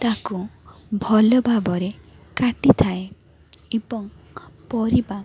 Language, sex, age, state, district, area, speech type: Odia, female, 30-45, Odisha, Cuttack, urban, spontaneous